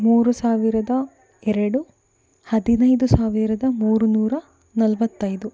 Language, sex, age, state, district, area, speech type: Kannada, female, 30-45, Karnataka, Davanagere, rural, spontaneous